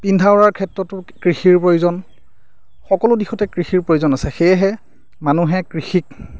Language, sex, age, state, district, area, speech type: Assamese, male, 30-45, Assam, Majuli, urban, spontaneous